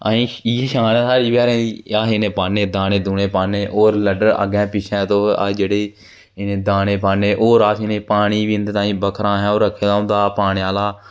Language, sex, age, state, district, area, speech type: Dogri, male, 18-30, Jammu and Kashmir, Jammu, rural, spontaneous